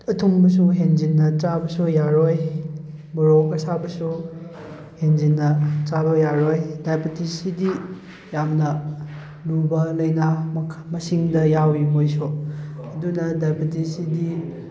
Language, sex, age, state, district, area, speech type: Manipuri, male, 18-30, Manipur, Chandel, rural, spontaneous